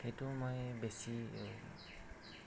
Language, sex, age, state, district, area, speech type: Assamese, male, 18-30, Assam, Darrang, rural, spontaneous